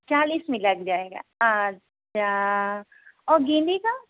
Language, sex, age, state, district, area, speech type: Hindi, female, 60+, Uttar Pradesh, Hardoi, rural, conversation